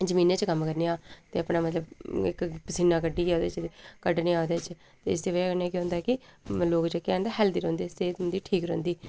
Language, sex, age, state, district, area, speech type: Dogri, female, 30-45, Jammu and Kashmir, Udhampur, rural, spontaneous